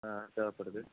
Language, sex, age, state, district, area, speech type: Tamil, male, 45-60, Tamil Nadu, Tenkasi, urban, conversation